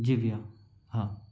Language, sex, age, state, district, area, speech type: Hindi, male, 45-60, Madhya Pradesh, Bhopal, urban, spontaneous